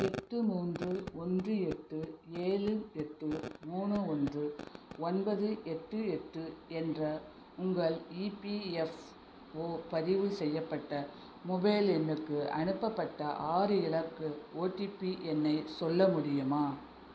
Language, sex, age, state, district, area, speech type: Tamil, female, 60+, Tamil Nadu, Nagapattinam, rural, read